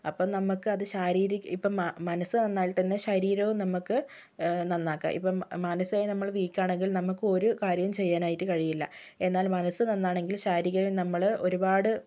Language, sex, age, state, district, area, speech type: Malayalam, female, 18-30, Kerala, Kozhikode, rural, spontaneous